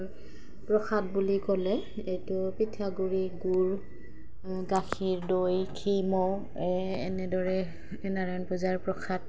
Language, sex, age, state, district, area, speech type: Assamese, female, 30-45, Assam, Goalpara, urban, spontaneous